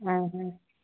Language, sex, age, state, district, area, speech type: Malayalam, female, 30-45, Kerala, Thiruvananthapuram, rural, conversation